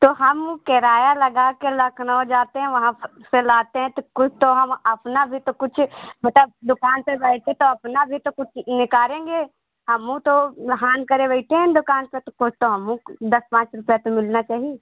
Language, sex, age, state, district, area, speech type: Hindi, female, 45-60, Uttar Pradesh, Lucknow, rural, conversation